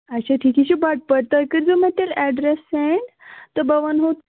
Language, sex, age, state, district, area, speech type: Kashmiri, female, 18-30, Jammu and Kashmir, Pulwama, rural, conversation